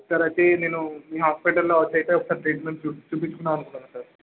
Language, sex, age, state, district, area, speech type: Telugu, male, 30-45, Andhra Pradesh, Srikakulam, urban, conversation